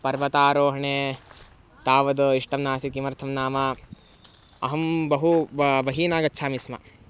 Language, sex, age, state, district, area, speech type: Sanskrit, male, 18-30, Karnataka, Bangalore Rural, urban, spontaneous